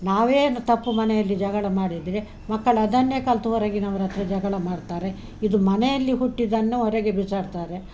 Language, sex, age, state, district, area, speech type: Kannada, female, 60+, Karnataka, Udupi, urban, spontaneous